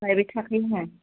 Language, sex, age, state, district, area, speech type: Bodo, female, 45-60, Assam, Kokrajhar, urban, conversation